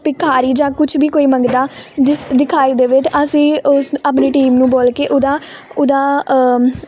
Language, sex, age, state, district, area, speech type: Punjabi, female, 18-30, Punjab, Hoshiarpur, rural, spontaneous